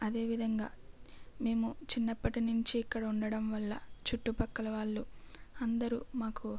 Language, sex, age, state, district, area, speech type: Telugu, female, 18-30, Andhra Pradesh, West Godavari, rural, spontaneous